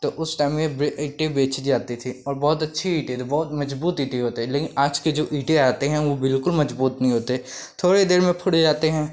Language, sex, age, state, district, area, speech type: Hindi, male, 18-30, Uttar Pradesh, Pratapgarh, rural, spontaneous